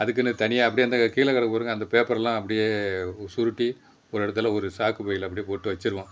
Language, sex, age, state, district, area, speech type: Tamil, male, 60+, Tamil Nadu, Thanjavur, rural, spontaneous